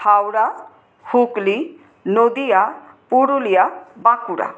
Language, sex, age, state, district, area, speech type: Bengali, female, 45-60, West Bengal, Paschim Bardhaman, urban, spontaneous